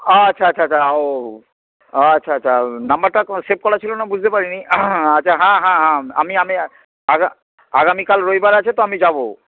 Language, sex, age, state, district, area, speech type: Bengali, male, 45-60, West Bengal, Hooghly, urban, conversation